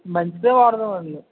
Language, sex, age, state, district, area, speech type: Telugu, male, 45-60, Andhra Pradesh, West Godavari, rural, conversation